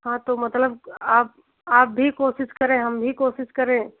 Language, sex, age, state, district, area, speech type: Hindi, female, 60+, Uttar Pradesh, Sitapur, rural, conversation